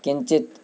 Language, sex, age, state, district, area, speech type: Sanskrit, male, 18-30, Karnataka, Haveri, rural, spontaneous